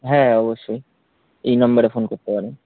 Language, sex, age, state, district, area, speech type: Bengali, male, 18-30, West Bengal, Darjeeling, urban, conversation